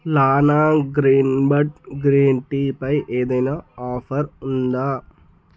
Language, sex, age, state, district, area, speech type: Telugu, male, 18-30, Andhra Pradesh, Srikakulam, urban, read